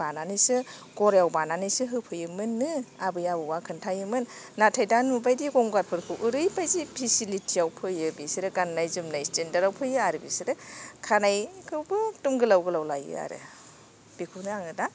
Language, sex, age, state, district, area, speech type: Bodo, female, 30-45, Assam, Baksa, rural, spontaneous